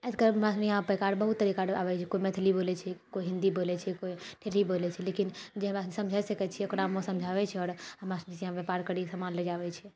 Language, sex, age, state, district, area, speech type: Maithili, female, 18-30, Bihar, Purnia, rural, spontaneous